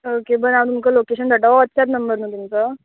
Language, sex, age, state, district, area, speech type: Goan Konkani, female, 18-30, Goa, Murmgao, urban, conversation